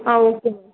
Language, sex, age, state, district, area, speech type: Tamil, female, 18-30, Tamil Nadu, Chennai, urban, conversation